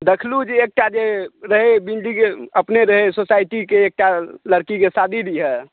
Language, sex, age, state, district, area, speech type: Maithili, male, 45-60, Bihar, Saharsa, urban, conversation